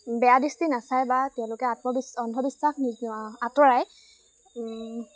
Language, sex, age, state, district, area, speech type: Assamese, female, 18-30, Assam, Lakhimpur, rural, spontaneous